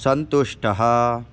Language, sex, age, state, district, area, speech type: Sanskrit, male, 18-30, Bihar, East Champaran, urban, read